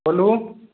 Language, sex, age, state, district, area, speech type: Maithili, male, 45-60, Bihar, Madhepura, rural, conversation